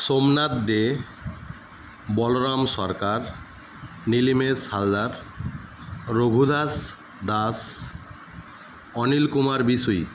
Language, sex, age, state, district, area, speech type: Bengali, male, 30-45, West Bengal, Paschim Medinipur, urban, spontaneous